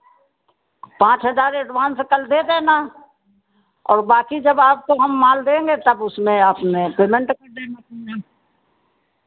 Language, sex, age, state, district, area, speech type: Hindi, female, 60+, Uttar Pradesh, Sitapur, rural, conversation